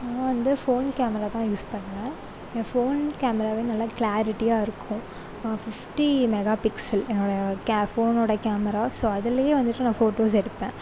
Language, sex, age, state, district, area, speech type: Tamil, female, 18-30, Tamil Nadu, Sivaganga, rural, spontaneous